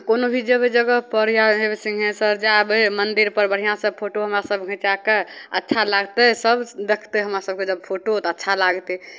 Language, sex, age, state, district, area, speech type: Maithili, female, 18-30, Bihar, Madhepura, rural, spontaneous